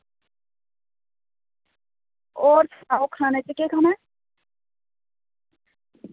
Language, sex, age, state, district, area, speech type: Dogri, female, 30-45, Jammu and Kashmir, Reasi, rural, conversation